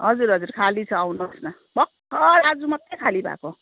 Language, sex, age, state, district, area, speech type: Nepali, female, 45-60, West Bengal, Kalimpong, rural, conversation